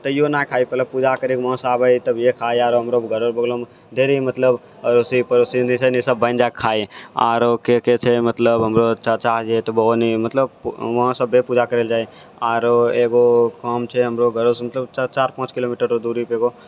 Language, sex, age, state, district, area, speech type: Maithili, male, 60+, Bihar, Purnia, rural, spontaneous